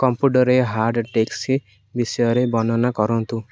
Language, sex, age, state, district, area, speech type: Odia, male, 18-30, Odisha, Ganjam, urban, read